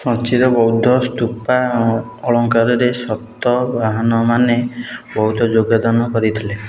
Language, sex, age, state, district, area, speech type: Odia, male, 18-30, Odisha, Puri, urban, read